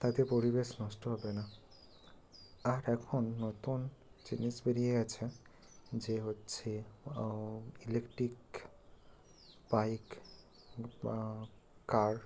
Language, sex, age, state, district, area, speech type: Bengali, male, 18-30, West Bengal, Bankura, urban, spontaneous